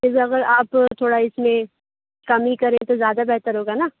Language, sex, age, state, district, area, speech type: Urdu, female, 30-45, Uttar Pradesh, Aligarh, urban, conversation